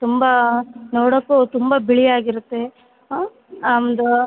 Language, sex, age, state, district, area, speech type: Kannada, female, 30-45, Karnataka, Bellary, rural, conversation